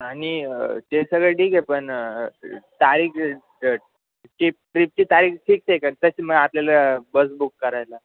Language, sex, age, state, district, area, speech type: Marathi, male, 18-30, Maharashtra, Ahmednagar, rural, conversation